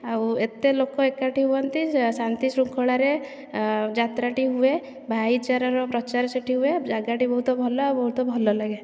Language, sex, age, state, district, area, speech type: Odia, female, 18-30, Odisha, Dhenkanal, rural, spontaneous